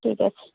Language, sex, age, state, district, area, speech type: Bengali, female, 45-60, West Bengal, Jhargram, rural, conversation